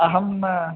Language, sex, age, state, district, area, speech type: Sanskrit, male, 18-30, Karnataka, Bagalkot, urban, conversation